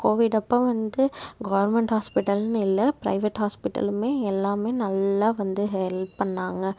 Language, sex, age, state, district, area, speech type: Tamil, female, 18-30, Tamil Nadu, Tiruppur, rural, spontaneous